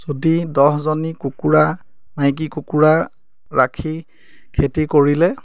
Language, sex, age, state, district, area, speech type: Assamese, male, 30-45, Assam, Majuli, urban, spontaneous